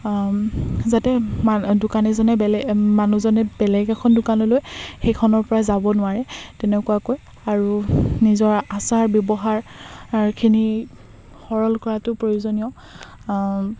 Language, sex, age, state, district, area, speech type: Assamese, female, 18-30, Assam, Charaideo, rural, spontaneous